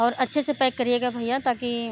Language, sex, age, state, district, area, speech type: Hindi, female, 45-60, Uttar Pradesh, Mirzapur, rural, spontaneous